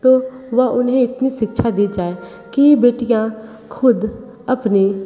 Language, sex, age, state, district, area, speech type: Hindi, female, 18-30, Uttar Pradesh, Sonbhadra, rural, spontaneous